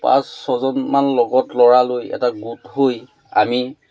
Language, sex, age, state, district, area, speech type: Assamese, male, 30-45, Assam, Majuli, urban, spontaneous